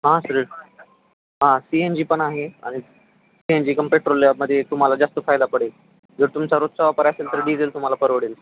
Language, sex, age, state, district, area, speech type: Marathi, male, 18-30, Maharashtra, Osmanabad, rural, conversation